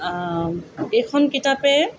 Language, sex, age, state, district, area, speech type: Assamese, female, 45-60, Assam, Tinsukia, rural, spontaneous